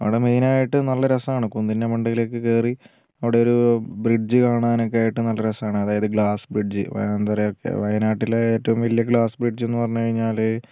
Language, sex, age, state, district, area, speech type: Malayalam, female, 18-30, Kerala, Wayanad, rural, spontaneous